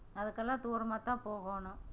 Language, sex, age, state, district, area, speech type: Tamil, female, 60+, Tamil Nadu, Erode, rural, spontaneous